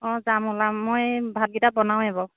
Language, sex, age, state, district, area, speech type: Assamese, female, 45-60, Assam, Majuli, urban, conversation